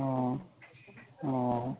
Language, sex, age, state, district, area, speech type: Manipuri, female, 60+, Manipur, Kangpokpi, urban, conversation